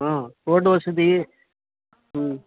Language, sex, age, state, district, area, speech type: Tamil, male, 45-60, Tamil Nadu, Krishnagiri, rural, conversation